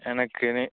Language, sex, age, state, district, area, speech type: Tamil, male, 18-30, Tamil Nadu, Nagapattinam, rural, conversation